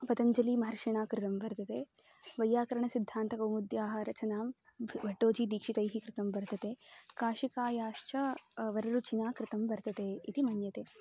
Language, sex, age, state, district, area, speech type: Sanskrit, female, 18-30, Karnataka, Dharwad, urban, spontaneous